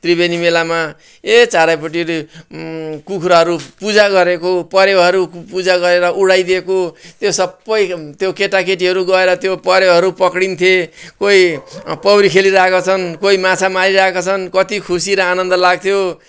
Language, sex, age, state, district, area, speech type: Nepali, male, 60+, West Bengal, Kalimpong, rural, spontaneous